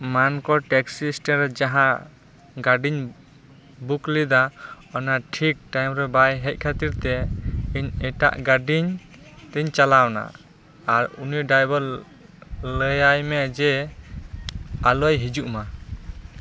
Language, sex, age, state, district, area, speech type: Santali, male, 18-30, West Bengal, Purba Bardhaman, rural, spontaneous